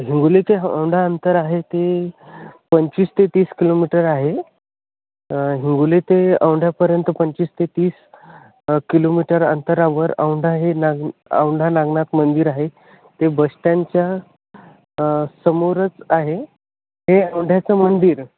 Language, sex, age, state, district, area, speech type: Marathi, male, 30-45, Maharashtra, Hingoli, rural, conversation